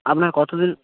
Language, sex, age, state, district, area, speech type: Bengali, male, 18-30, West Bengal, South 24 Parganas, rural, conversation